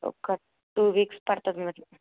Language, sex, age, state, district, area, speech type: Telugu, female, 18-30, Andhra Pradesh, N T Rama Rao, urban, conversation